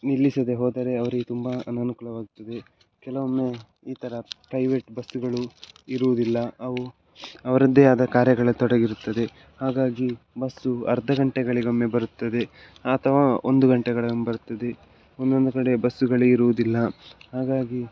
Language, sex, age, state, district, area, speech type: Kannada, male, 18-30, Karnataka, Dakshina Kannada, urban, spontaneous